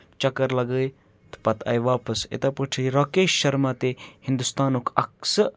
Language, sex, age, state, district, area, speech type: Kashmiri, male, 30-45, Jammu and Kashmir, Kupwara, rural, spontaneous